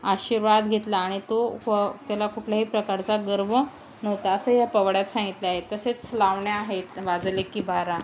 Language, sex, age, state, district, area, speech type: Marathi, female, 30-45, Maharashtra, Thane, urban, spontaneous